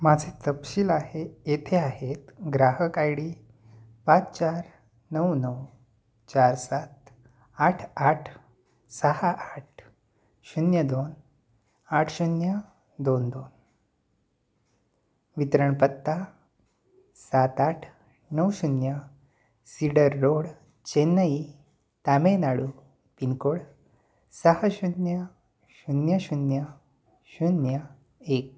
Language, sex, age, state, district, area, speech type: Marathi, male, 30-45, Maharashtra, Satara, urban, read